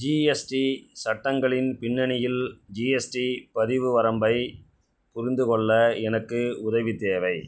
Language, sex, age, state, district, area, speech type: Tamil, male, 60+, Tamil Nadu, Ariyalur, rural, read